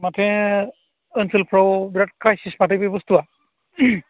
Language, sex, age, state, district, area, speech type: Bodo, male, 30-45, Assam, Udalguri, rural, conversation